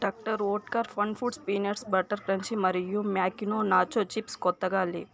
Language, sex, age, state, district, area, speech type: Telugu, female, 18-30, Andhra Pradesh, Sri Balaji, rural, read